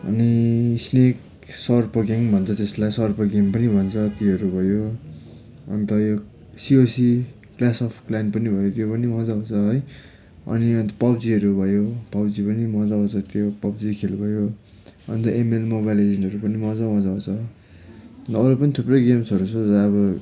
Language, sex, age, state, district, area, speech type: Nepali, male, 30-45, West Bengal, Darjeeling, rural, spontaneous